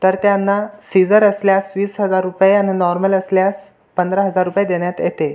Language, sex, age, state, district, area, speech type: Marathi, other, 18-30, Maharashtra, Buldhana, urban, spontaneous